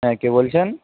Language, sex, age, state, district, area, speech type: Bengali, male, 60+, West Bengal, Nadia, rural, conversation